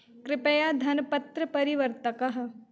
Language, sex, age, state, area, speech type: Sanskrit, female, 18-30, Uttar Pradesh, rural, read